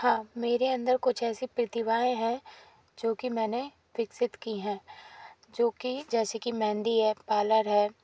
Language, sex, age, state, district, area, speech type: Hindi, female, 18-30, Madhya Pradesh, Gwalior, urban, spontaneous